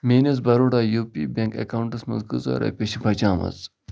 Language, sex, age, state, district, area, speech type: Kashmiri, male, 18-30, Jammu and Kashmir, Bandipora, rural, read